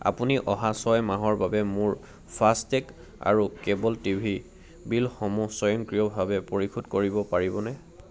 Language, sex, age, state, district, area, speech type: Assamese, male, 18-30, Assam, Sivasagar, rural, read